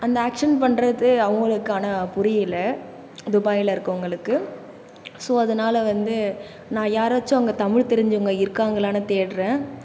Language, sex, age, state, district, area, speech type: Tamil, female, 18-30, Tamil Nadu, Cuddalore, rural, spontaneous